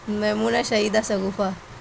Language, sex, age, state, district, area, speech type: Urdu, female, 45-60, Bihar, Khagaria, rural, spontaneous